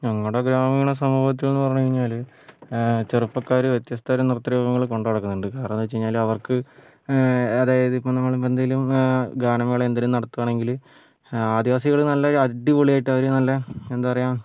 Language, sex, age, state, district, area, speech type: Malayalam, male, 45-60, Kerala, Wayanad, rural, spontaneous